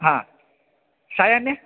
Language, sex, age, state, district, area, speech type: Sanskrit, male, 18-30, Karnataka, Bagalkot, urban, conversation